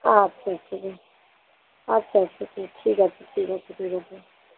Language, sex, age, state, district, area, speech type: Bengali, female, 30-45, West Bengal, Howrah, urban, conversation